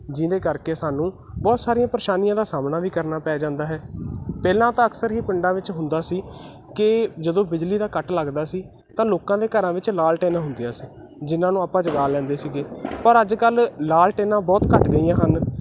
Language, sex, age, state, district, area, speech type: Punjabi, male, 18-30, Punjab, Muktsar, urban, spontaneous